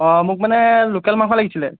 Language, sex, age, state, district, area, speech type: Assamese, male, 18-30, Assam, Golaghat, urban, conversation